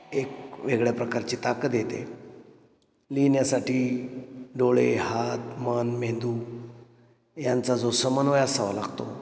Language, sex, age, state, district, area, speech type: Marathi, male, 45-60, Maharashtra, Ahmednagar, urban, spontaneous